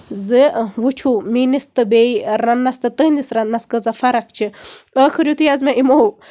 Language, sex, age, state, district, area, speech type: Kashmiri, female, 30-45, Jammu and Kashmir, Baramulla, rural, spontaneous